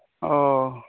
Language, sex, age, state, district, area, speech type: Santali, male, 30-45, West Bengal, Birbhum, rural, conversation